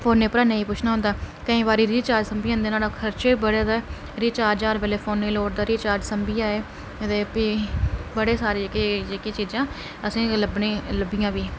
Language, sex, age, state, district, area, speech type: Dogri, male, 30-45, Jammu and Kashmir, Reasi, rural, spontaneous